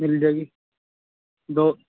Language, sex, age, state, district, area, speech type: Urdu, male, 45-60, Uttar Pradesh, Muzaffarnagar, urban, conversation